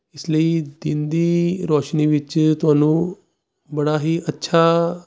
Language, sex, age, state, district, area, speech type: Punjabi, male, 30-45, Punjab, Jalandhar, urban, spontaneous